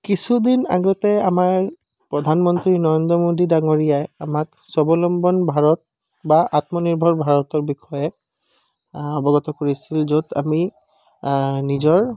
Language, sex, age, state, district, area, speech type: Assamese, male, 18-30, Assam, Charaideo, urban, spontaneous